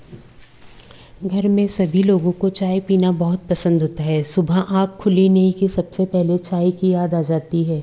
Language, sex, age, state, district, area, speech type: Hindi, female, 45-60, Madhya Pradesh, Betul, urban, spontaneous